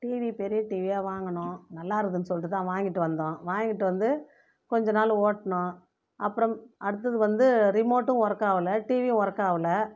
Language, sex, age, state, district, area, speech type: Tamil, female, 45-60, Tamil Nadu, Viluppuram, rural, spontaneous